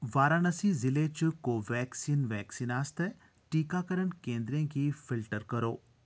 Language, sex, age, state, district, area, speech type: Dogri, male, 45-60, Jammu and Kashmir, Jammu, urban, read